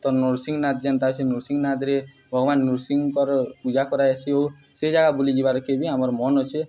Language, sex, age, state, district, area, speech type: Odia, male, 18-30, Odisha, Nuapada, urban, spontaneous